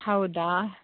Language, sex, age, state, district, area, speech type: Kannada, female, 18-30, Karnataka, Dakshina Kannada, rural, conversation